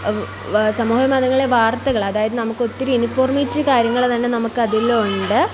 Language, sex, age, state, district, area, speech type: Malayalam, female, 18-30, Kerala, Kollam, rural, spontaneous